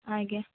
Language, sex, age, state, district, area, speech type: Odia, female, 30-45, Odisha, Bhadrak, rural, conversation